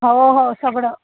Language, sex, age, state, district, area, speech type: Marathi, female, 18-30, Maharashtra, Amravati, urban, conversation